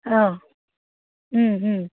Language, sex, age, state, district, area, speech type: Assamese, female, 30-45, Assam, Sivasagar, rural, conversation